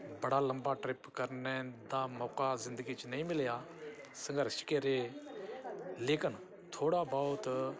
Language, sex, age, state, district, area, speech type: Dogri, male, 60+, Jammu and Kashmir, Udhampur, rural, spontaneous